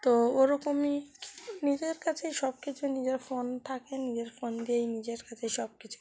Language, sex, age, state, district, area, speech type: Bengali, female, 30-45, West Bengal, Cooch Behar, urban, spontaneous